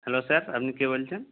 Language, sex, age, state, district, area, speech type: Bengali, male, 18-30, West Bengal, Purba Medinipur, rural, conversation